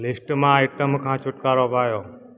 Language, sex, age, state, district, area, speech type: Sindhi, male, 45-60, Gujarat, Junagadh, urban, read